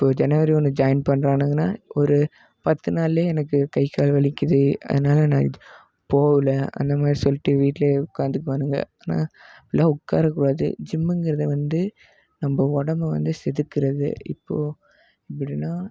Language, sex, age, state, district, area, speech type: Tamil, male, 18-30, Tamil Nadu, Namakkal, rural, spontaneous